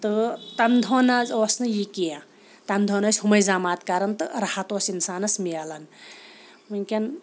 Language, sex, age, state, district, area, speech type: Kashmiri, female, 45-60, Jammu and Kashmir, Shopian, rural, spontaneous